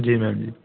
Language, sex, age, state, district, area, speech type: Hindi, male, 30-45, Madhya Pradesh, Gwalior, rural, conversation